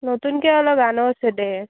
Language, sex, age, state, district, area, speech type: Assamese, female, 18-30, Assam, Barpeta, rural, conversation